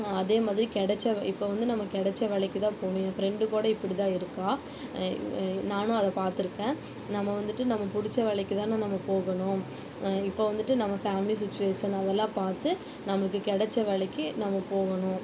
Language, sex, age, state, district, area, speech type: Tamil, female, 18-30, Tamil Nadu, Erode, rural, spontaneous